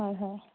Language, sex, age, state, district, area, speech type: Assamese, female, 18-30, Assam, Majuli, urban, conversation